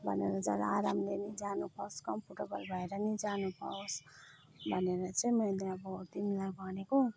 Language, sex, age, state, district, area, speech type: Nepali, female, 30-45, West Bengal, Alipurduar, urban, spontaneous